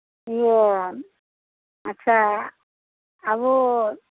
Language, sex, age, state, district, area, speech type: Santali, female, 45-60, West Bengal, Uttar Dinajpur, rural, conversation